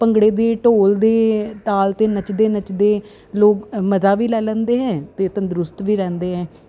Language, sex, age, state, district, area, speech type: Punjabi, female, 30-45, Punjab, Ludhiana, urban, spontaneous